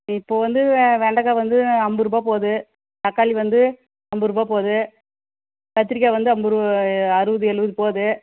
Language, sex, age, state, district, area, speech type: Tamil, female, 30-45, Tamil Nadu, Tirupattur, rural, conversation